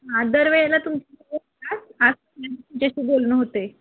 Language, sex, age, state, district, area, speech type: Marathi, female, 18-30, Maharashtra, Kolhapur, urban, conversation